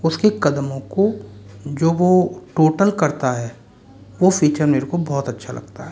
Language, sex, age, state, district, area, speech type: Hindi, male, 30-45, Rajasthan, Jaipur, urban, spontaneous